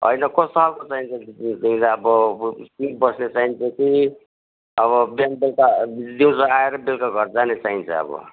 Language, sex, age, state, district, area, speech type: Nepali, male, 60+, West Bengal, Kalimpong, rural, conversation